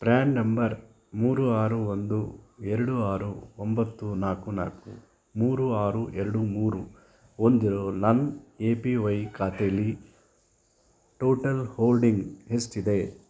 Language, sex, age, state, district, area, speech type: Kannada, male, 60+, Karnataka, Chitradurga, rural, read